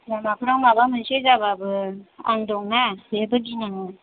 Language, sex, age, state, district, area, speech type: Bodo, female, 30-45, Assam, Chirang, urban, conversation